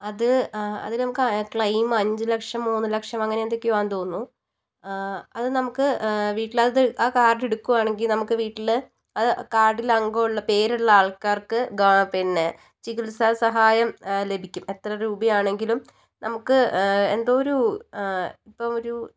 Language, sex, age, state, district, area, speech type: Malayalam, female, 18-30, Kerala, Kozhikode, urban, spontaneous